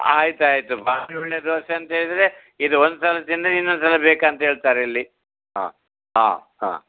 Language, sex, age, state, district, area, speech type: Kannada, male, 60+, Karnataka, Udupi, rural, conversation